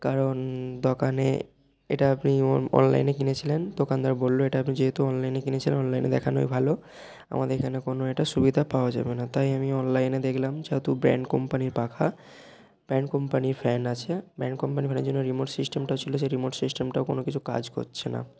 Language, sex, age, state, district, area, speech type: Bengali, male, 30-45, West Bengal, Bankura, urban, spontaneous